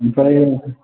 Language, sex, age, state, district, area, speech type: Bodo, male, 18-30, Assam, Chirang, rural, conversation